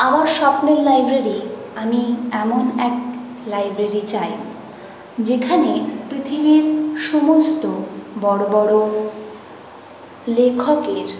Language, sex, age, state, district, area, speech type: Bengali, female, 60+, West Bengal, Paschim Bardhaman, urban, spontaneous